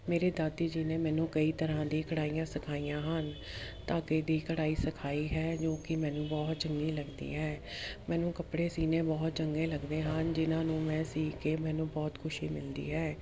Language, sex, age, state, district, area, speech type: Punjabi, female, 30-45, Punjab, Jalandhar, urban, spontaneous